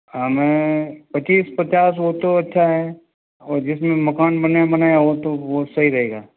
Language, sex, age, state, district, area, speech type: Hindi, male, 45-60, Rajasthan, Jodhpur, urban, conversation